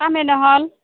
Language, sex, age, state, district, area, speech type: Assamese, female, 45-60, Assam, Goalpara, urban, conversation